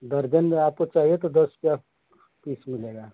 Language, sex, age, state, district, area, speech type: Hindi, male, 45-60, Uttar Pradesh, Ghazipur, rural, conversation